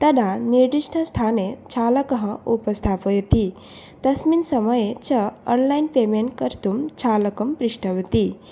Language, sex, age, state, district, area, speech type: Sanskrit, female, 18-30, Assam, Nalbari, rural, spontaneous